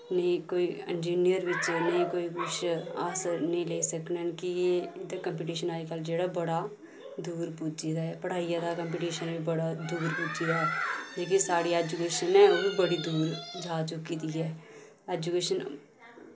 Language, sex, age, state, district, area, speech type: Dogri, female, 30-45, Jammu and Kashmir, Udhampur, rural, spontaneous